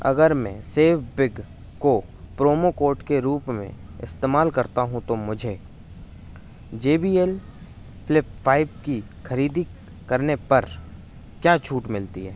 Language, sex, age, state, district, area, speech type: Hindi, male, 18-30, Madhya Pradesh, Seoni, urban, read